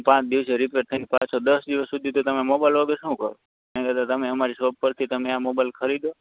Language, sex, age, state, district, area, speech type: Gujarati, male, 18-30, Gujarat, Morbi, rural, conversation